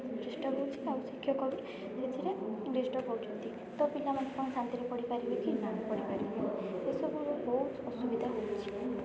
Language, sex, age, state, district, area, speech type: Odia, female, 18-30, Odisha, Rayagada, rural, spontaneous